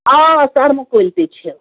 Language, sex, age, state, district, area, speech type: Kashmiri, female, 30-45, Jammu and Kashmir, Ganderbal, rural, conversation